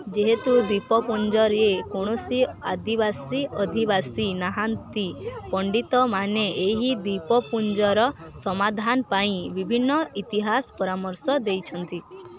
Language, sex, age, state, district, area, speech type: Odia, female, 18-30, Odisha, Balangir, urban, read